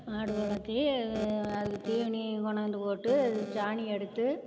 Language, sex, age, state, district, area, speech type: Tamil, female, 60+, Tamil Nadu, Namakkal, rural, spontaneous